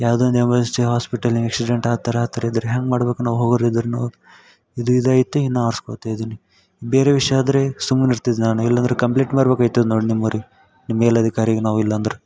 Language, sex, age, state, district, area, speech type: Kannada, male, 18-30, Karnataka, Yadgir, rural, spontaneous